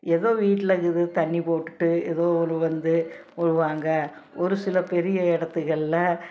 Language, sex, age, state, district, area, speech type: Tamil, female, 60+, Tamil Nadu, Tiruppur, rural, spontaneous